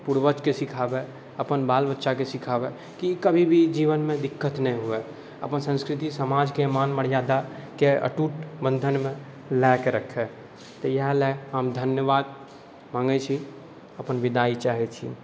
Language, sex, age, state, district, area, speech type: Maithili, male, 60+, Bihar, Purnia, urban, spontaneous